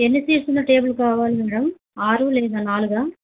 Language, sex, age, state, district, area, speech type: Telugu, female, 30-45, Telangana, Bhadradri Kothagudem, urban, conversation